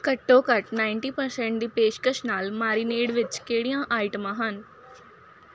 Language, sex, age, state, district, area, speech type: Punjabi, female, 18-30, Punjab, Faridkot, urban, read